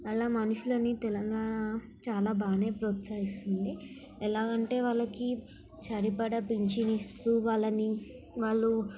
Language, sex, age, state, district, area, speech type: Telugu, female, 18-30, Telangana, Sangareddy, urban, spontaneous